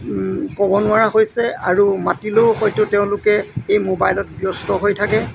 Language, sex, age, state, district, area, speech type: Assamese, male, 60+, Assam, Golaghat, rural, spontaneous